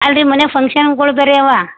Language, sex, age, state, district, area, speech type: Kannada, female, 45-60, Karnataka, Gulbarga, urban, conversation